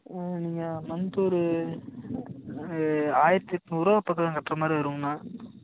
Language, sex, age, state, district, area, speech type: Tamil, male, 18-30, Tamil Nadu, Namakkal, rural, conversation